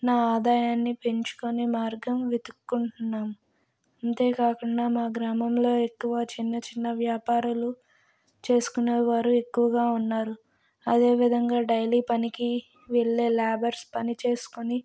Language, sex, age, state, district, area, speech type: Telugu, female, 60+, Andhra Pradesh, Vizianagaram, rural, spontaneous